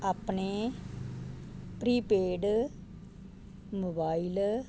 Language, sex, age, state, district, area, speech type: Punjabi, female, 60+, Punjab, Muktsar, urban, read